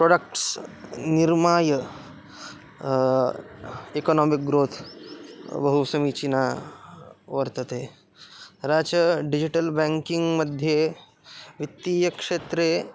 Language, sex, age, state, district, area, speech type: Sanskrit, male, 18-30, Maharashtra, Aurangabad, urban, spontaneous